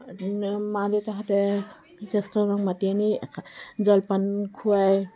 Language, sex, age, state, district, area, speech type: Assamese, female, 45-60, Assam, Dibrugarh, rural, spontaneous